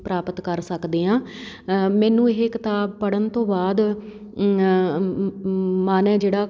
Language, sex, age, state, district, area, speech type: Punjabi, female, 30-45, Punjab, Patiala, rural, spontaneous